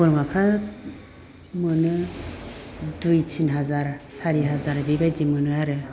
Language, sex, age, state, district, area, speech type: Bodo, female, 60+, Assam, Chirang, rural, spontaneous